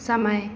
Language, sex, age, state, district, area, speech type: Hindi, female, 18-30, Madhya Pradesh, Narsinghpur, rural, read